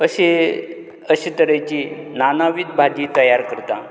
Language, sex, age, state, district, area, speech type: Goan Konkani, male, 60+, Goa, Canacona, rural, spontaneous